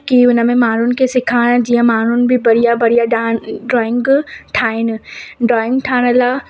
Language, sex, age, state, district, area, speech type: Sindhi, female, 18-30, Madhya Pradesh, Katni, urban, spontaneous